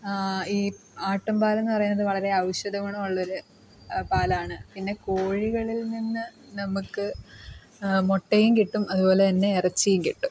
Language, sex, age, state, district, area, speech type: Malayalam, female, 18-30, Kerala, Kottayam, rural, spontaneous